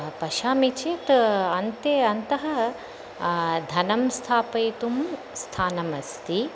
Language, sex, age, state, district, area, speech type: Sanskrit, female, 45-60, Karnataka, Chamarajanagar, rural, spontaneous